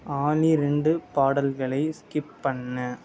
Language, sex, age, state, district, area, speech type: Tamil, male, 18-30, Tamil Nadu, Sivaganga, rural, read